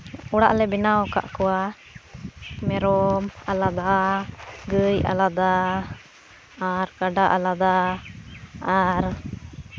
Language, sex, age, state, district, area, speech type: Santali, female, 18-30, West Bengal, Malda, rural, spontaneous